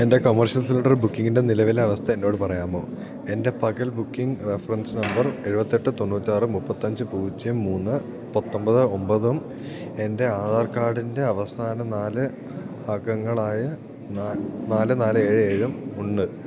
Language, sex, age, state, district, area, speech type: Malayalam, male, 18-30, Kerala, Idukki, rural, read